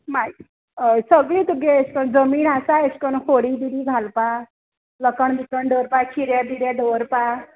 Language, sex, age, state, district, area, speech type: Goan Konkani, female, 30-45, Goa, Quepem, rural, conversation